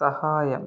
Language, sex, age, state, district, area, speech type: Malayalam, male, 30-45, Kerala, Palakkad, urban, read